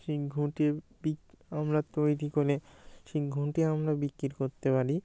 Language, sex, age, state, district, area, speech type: Bengali, male, 18-30, West Bengal, Birbhum, urban, spontaneous